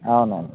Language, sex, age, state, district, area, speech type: Telugu, male, 30-45, Andhra Pradesh, Anantapur, urban, conversation